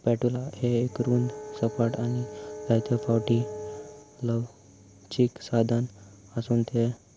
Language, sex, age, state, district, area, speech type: Goan Konkani, male, 18-30, Goa, Salcete, rural, spontaneous